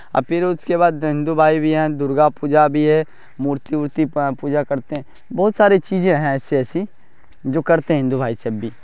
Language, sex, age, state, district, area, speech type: Urdu, male, 18-30, Bihar, Darbhanga, rural, spontaneous